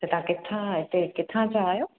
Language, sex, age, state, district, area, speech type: Sindhi, female, 30-45, Gujarat, Junagadh, urban, conversation